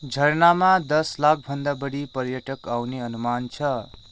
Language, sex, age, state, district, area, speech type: Nepali, male, 18-30, West Bengal, Kalimpong, rural, read